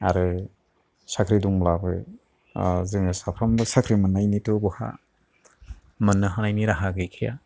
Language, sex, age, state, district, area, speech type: Bodo, male, 45-60, Assam, Kokrajhar, urban, spontaneous